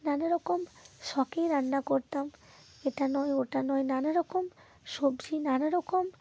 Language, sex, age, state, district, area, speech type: Bengali, female, 30-45, West Bengal, North 24 Parganas, rural, spontaneous